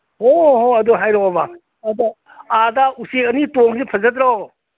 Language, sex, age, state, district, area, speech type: Manipuri, male, 60+, Manipur, Imphal East, rural, conversation